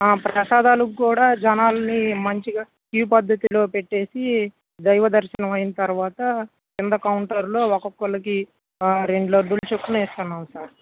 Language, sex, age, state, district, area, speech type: Telugu, male, 18-30, Andhra Pradesh, Guntur, urban, conversation